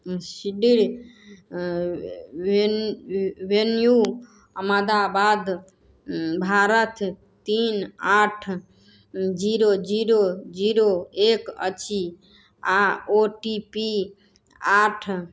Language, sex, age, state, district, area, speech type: Maithili, female, 18-30, Bihar, Madhubani, rural, read